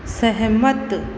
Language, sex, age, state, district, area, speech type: Hindi, female, 18-30, Rajasthan, Jodhpur, urban, read